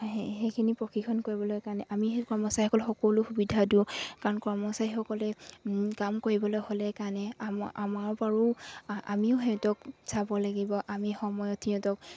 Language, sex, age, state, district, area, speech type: Assamese, female, 60+, Assam, Dibrugarh, rural, spontaneous